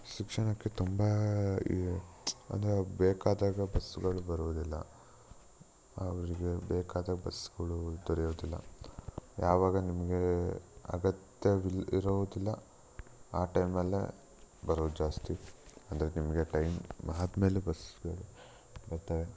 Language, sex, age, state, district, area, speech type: Kannada, male, 18-30, Karnataka, Chikkamagaluru, rural, spontaneous